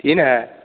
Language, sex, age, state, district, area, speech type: Hindi, male, 18-30, Bihar, Vaishali, rural, conversation